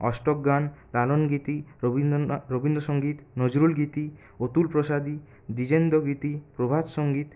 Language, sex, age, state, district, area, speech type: Bengali, male, 30-45, West Bengal, Purulia, urban, spontaneous